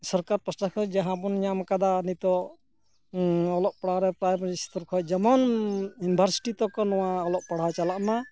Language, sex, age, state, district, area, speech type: Santali, male, 60+, West Bengal, Purulia, rural, spontaneous